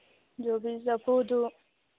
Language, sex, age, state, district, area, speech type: Manipuri, female, 30-45, Manipur, Churachandpur, rural, conversation